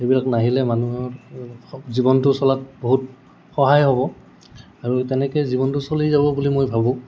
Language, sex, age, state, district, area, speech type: Assamese, male, 18-30, Assam, Goalpara, urban, spontaneous